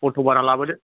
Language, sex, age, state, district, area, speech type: Bodo, male, 45-60, Assam, Chirang, rural, conversation